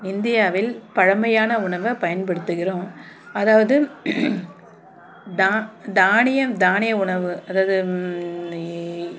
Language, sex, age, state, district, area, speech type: Tamil, female, 45-60, Tamil Nadu, Dharmapuri, urban, spontaneous